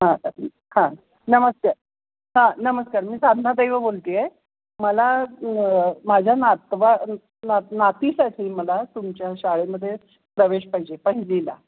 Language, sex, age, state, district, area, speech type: Marathi, female, 60+, Maharashtra, Kolhapur, urban, conversation